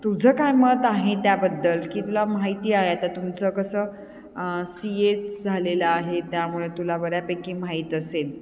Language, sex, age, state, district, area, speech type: Marathi, female, 45-60, Maharashtra, Nashik, urban, spontaneous